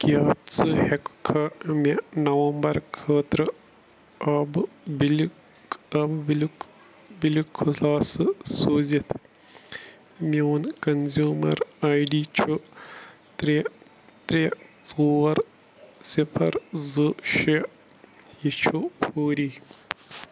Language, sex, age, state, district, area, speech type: Kashmiri, male, 30-45, Jammu and Kashmir, Bandipora, rural, read